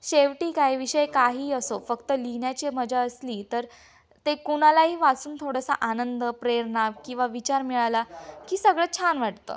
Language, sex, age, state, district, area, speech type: Marathi, female, 18-30, Maharashtra, Ahmednagar, urban, spontaneous